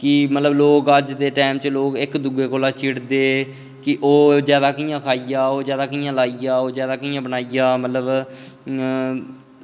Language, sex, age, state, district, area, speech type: Dogri, male, 18-30, Jammu and Kashmir, Kathua, rural, spontaneous